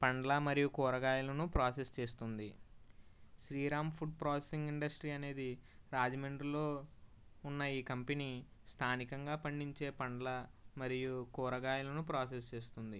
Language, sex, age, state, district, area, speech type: Telugu, male, 30-45, Andhra Pradesh, East Godavari, rural, spontaneous